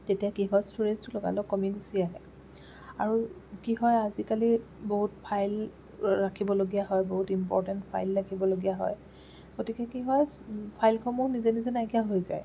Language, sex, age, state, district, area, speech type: Assamese, female, 30-45, Assam, Jorhat, urban, spontaneous